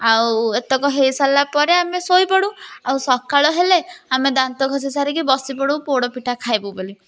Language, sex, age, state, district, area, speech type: Odia, female, 18-30, Odisha, Puri, urban, spontaneous